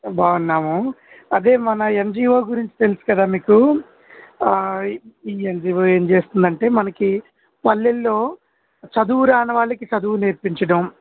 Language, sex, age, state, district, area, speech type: Telugu, male, 45-60, Andhra Pradesh, Kurnool, urban, conversation